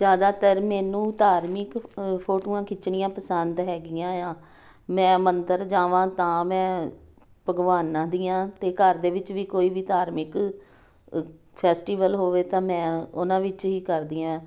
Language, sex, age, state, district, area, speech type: Punjabi, female, 45-60, Punjab, Jalandhar, urban, spontaneous